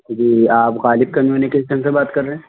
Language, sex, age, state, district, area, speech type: Urdu, male, 18-30, Delhi, North West Delhi, urban, conversation